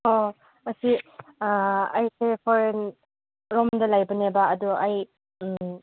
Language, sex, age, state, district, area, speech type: Manipuri, female, 30-45, Manipur, Chandel, rural, conversation